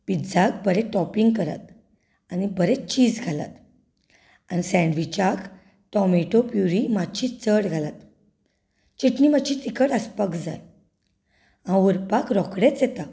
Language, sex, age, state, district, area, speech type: Goan Konkani, female, 30-45, Goa, Canacona, rural, spontaneous